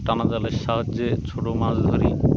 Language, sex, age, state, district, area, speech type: Bengali, male, 30-45, West Bengal, Birbhum, urban, spontaneous